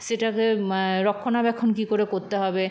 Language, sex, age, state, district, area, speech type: Bengali, female, 30-45, West Bengal, Paschim Bardhaman, rural, spontaneous